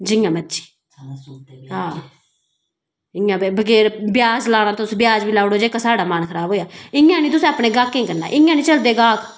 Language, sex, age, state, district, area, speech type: Dogri, female, 30-45, Jammu and Kashmir, Udhampur, rural, spontaneous